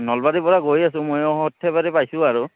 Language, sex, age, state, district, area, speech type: Assamese, male, 30-45, Assam, Barpeta, rural, conversation